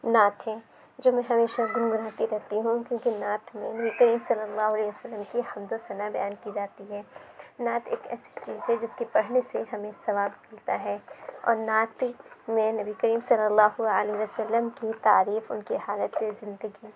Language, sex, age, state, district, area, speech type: Urdu, female, 18-30, Uttar Pradesh, Lucknow, rural, spontaneous